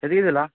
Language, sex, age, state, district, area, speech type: Odia, male, 18-30, Odisha, Balangir, urban, conversation